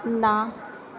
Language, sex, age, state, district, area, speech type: Punjabi, female, 18-30, Punjab, Bathinda, rural, read